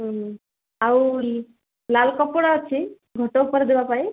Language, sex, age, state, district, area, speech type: Odia, female, 45-60, Odisha, Malkangiri, urban, conversation